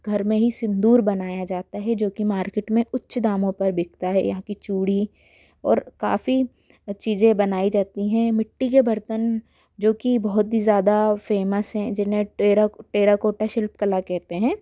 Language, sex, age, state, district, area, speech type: Hindi, female, 18-30, Madhya Pradesh, Bhopal, urban, spontaneous